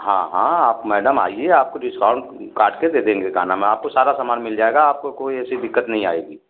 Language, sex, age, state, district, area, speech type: Hindi, male, 60+, Uttar Pradesh, Azamgarh, urban, conversation